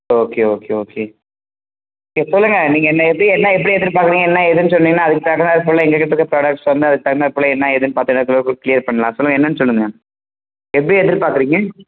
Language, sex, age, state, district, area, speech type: Tamil, male, 18-30, Tamil Nadu, Dharmapuri, rural, conversation